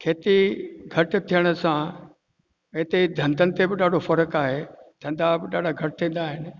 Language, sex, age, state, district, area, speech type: Sindhi, male, 60+, Rajasthan, Ajmer, urban, spontaneous